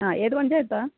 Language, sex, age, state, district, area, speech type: Malayalam, female, 45-60, Kerala, Kottayam, rural, conversation